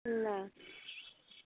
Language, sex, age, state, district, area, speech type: Bengali, female, 30-45, West Bengal, Malda, urban, conversation